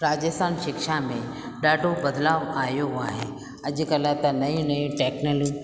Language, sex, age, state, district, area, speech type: Sindhi, female, 45-60, Rajasthan, Ajmer, urban, spontaneous